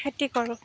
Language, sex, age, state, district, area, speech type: Assamese, female, 60+, Assam, Nagaon, rural, spontaneous